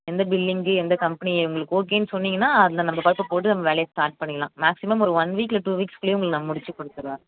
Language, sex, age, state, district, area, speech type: Tamil, female, 30-45, Tamil Nadu, Chennai, urban, conversation